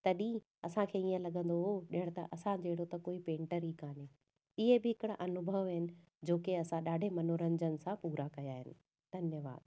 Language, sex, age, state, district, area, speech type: Sindhi, female, 30-45, Gujarat, Surat, urban, spontaneous